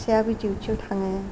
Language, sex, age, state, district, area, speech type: Bodo, female, 45-60, Assam, Kokrajhar, urban, spontaneous